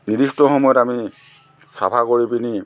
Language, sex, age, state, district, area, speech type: Assamese, male, 45-60, Assam, Dhemaji, rural, spontaneous